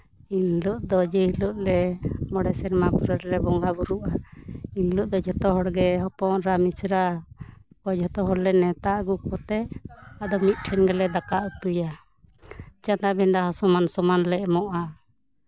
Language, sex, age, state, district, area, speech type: Santali, female, 45-60, West Bengal, Bankura, rural, spontaneous